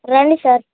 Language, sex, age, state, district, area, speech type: Telugu, male, 18-30, Andhra Pradesh, Srikakulam, urban, conversation